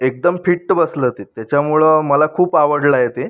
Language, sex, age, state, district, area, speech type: Marathi, female, 18-30, Maharashtra, Amravati, rural, spontaneous